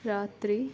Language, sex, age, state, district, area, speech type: Kannada, female, 60+, Karnataka, Chikkaballapur, rural, spontaneous